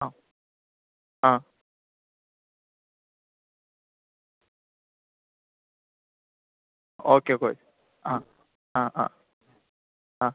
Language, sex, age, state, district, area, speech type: Malayalam, male, 18-30, Kerala, Palakkad, urban, conversation